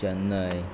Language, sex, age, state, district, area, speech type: Goan Konkani, male, 18-30, Goa, Quepem, rural, spontaneous